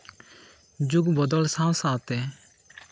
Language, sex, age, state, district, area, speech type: Santali, male, 18-30, West Bengal, Bankura, rural, spontaneous